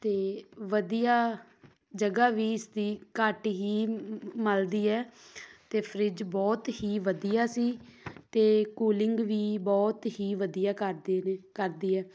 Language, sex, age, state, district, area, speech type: Punjabi, female, 18-30, Punjab, Tarn Taran, rural, spontaneous